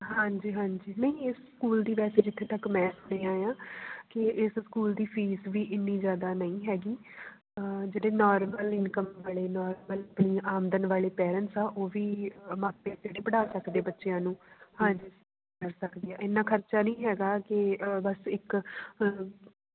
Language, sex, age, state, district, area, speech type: Punjabi, female, 30-45, Punjab, Jalandhar, rural, conversation